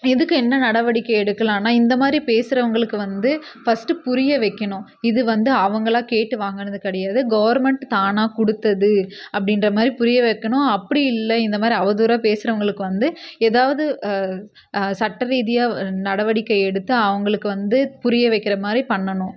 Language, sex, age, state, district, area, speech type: Tamil, female, 18-30, Tamil Nadu, Krishnagiri, rural, spontaneous